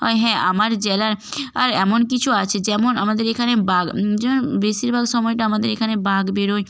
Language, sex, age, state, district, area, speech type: Bengali, female, 18-30, West Bengal, North 24 Parganas, rural, spontaneous